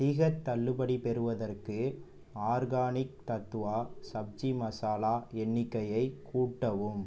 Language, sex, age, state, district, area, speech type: Tamil, male, 18-30, Tamil Nadu, Pudukkottai, rural, read